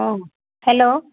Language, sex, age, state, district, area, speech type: Assamese, female, 30-45, Assam, Dibrugarh, rural, conversation